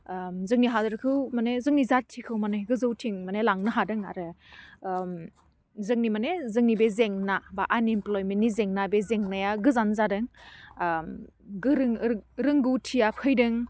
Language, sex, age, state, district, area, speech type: Bodo, female, 18-30, Assam, Udalguri, urban, spontaneous